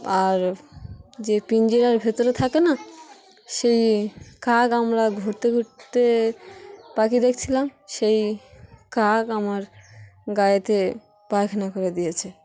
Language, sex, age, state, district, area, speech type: Bengali, female, 18-30, West Bengal, Dakshin Dinajpur, urban, spontaneous